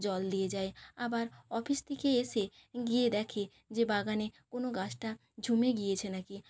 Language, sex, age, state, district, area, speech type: Bengali, female, 45-60, West Bengal, Jhargram, rural, spontaneous